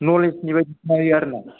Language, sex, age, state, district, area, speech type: Bodo, male, 18-30, Assam, Udalguri, rural, conversation